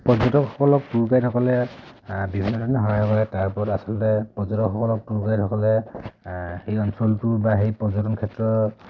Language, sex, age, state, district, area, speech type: Assamese, male, 18-30, Assam, Dhemaji, rural, spontaneous